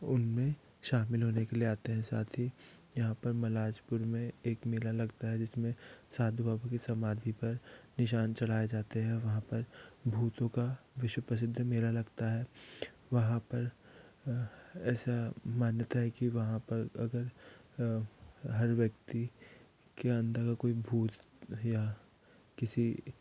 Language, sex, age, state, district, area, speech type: Hindi, male, 30-45, Madhya Pradesh, Betul, rural, spontaneous